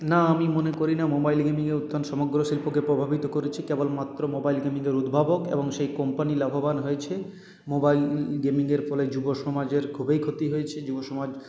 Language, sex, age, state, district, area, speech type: Bengali, male, 45-60, West Bengal, Purulia, urban, spontaneous